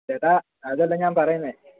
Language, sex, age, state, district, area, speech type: Malayalam, male, 18-30, Kerala, Kollam, rural, conversation